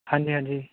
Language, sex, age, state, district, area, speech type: Punjabi, male, 18-30, Punjab, Barnala, rural, conversation